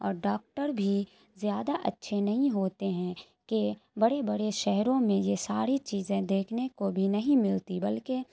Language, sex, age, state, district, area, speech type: Urdu, female, 18-30, Bihar, Saharsa, rural, spontaneous